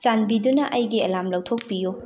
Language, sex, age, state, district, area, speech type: Manipuri, female, 30-45, Manipur, Thoubal, rural, read